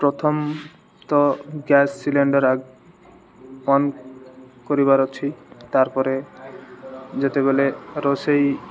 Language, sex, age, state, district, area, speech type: Odia, male, 18-30, Odisha, Malkangiri, urban, spontaneous